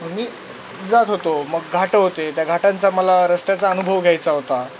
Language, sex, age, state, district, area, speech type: Marathi, male, 30-45, Maharashtra, Nanded, rural, spontaneous